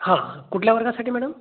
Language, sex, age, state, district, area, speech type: Marathi, male, 30-45, Maharashtra, Amravati, rural, conversation